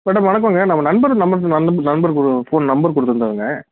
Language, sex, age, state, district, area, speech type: Tamil, male, 30-45, Tamil Nadu, Salem, urban, conversation